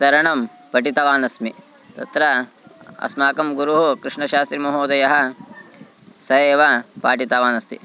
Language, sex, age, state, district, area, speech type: Sanskrit, male, 18-30, Karnataka, Haveri, rural, spontaneous